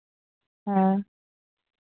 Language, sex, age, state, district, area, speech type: Santali, female, 30-45, Jharkhand, East Singhbhum, rural, conversation